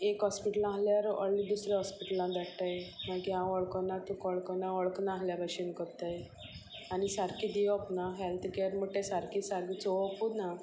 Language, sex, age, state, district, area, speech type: Goan Konkani, female, 45-60, Goa, Sanguem, rural, spontaneous